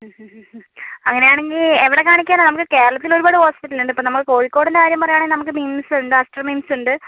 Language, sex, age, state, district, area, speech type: Malayalam, female, 30-45, Kerala, Kozhikode, urban, conversation